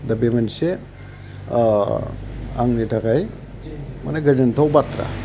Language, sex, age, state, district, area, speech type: Bodo, male, 60+, Assam, Udalguri, urban, spontaneous